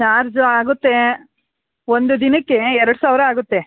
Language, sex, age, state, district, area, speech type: Kannada, female, 30-45, Karnataka, Mandya, urban, conversation